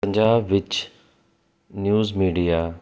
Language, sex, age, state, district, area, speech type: Punjabi, male, 30-45, Punjab, Jalandhar, urban, spontaneous